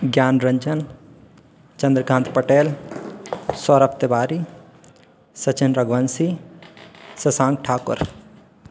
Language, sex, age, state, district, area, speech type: Hindi, male, 30-45, Madhya Pradesh, Hoshangabad, urban, spontaneous